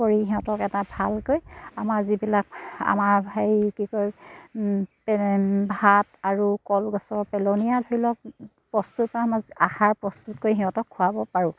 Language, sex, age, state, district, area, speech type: Assamese, female, 30-45, Assam, Charaideo, rural, spontaneous